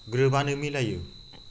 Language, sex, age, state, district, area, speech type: Bodo, male, 30-45, Assam, Chirang, rural, spontaneous